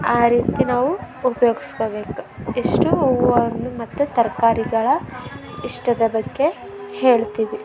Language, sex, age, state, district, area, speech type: Kannada, female, 18-30, Karnataka, Koppal, rural, spontaneous